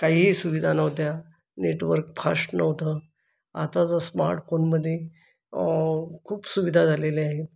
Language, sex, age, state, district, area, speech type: Marathi, male, 45-60, Maharashtra, Buldhana, urban, spontaneous